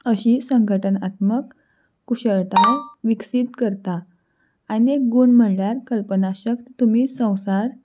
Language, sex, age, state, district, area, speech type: Goan Konkani, female, 18-30, Goa, Salcete, urban, spontaneous